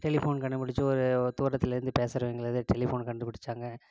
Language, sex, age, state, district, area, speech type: Tamil, male, 30-45, Tamil Nadu, Namakkal, rural, spontaneous